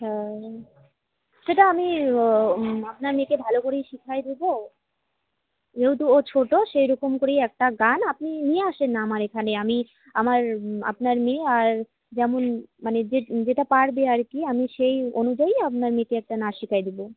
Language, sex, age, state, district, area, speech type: Bengali, female, 18-30, West Bengal, Jalpaiguri, rural, conversation